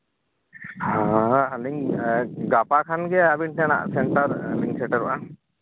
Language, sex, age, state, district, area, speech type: Santali, male, 30-45, Jharkhand, East Singhbhum, rural, conversation